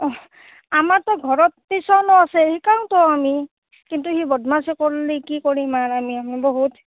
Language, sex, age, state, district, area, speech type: Assamese, female, 30-45, Assam, Barpeta, rural, conversation